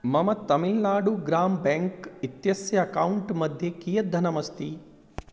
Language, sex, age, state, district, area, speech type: Sanskrit, male, 45-60, Rajasthan, Jaipur, urban, read